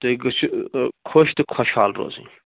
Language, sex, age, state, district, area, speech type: Kashmiri, male, 30-45, Jammu and Kashmir, Baramulla, rural, conversation